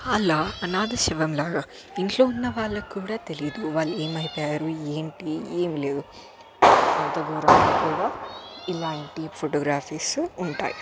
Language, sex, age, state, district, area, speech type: Telugu, female, 18-30, Telangana, Hyderabad, urban, spontaneous